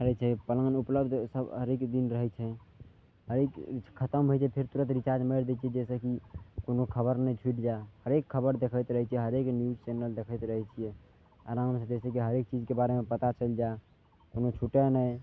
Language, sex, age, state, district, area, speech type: Maithili, male, 18-30, Bihar, Madhepura, rural, spontaneous